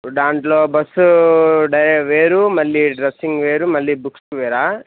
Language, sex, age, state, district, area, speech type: Telugu, male, 18-30, Andhra Pradesh, Visakhapatnam, rural, conversation